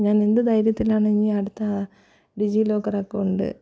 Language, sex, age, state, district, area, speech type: Malayalam, female, 30-45, Kerala, Thiruvananthapuram, rural, spontaneous